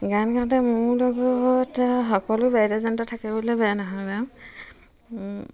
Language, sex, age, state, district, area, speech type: Assamese, female, 45-60, Assam, Dibrugarh, rural, spontaneous